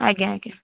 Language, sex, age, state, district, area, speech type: Odia, female, 30-45, Odisha, Jajpur, rural, conversation